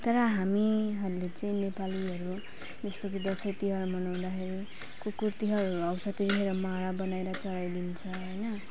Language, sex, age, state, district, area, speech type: Nepali, female, 30-45, West Bengal, Alipurduar, urban, spontaneous